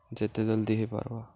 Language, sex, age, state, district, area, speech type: Odia, male, 18-30, Odisha, Subarnapur, urban, spontaneous